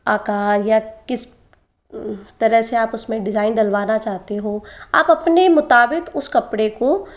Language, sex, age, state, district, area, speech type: Hindi, female, 18-30, Rajasthan, Jaipur, urban, spontaneous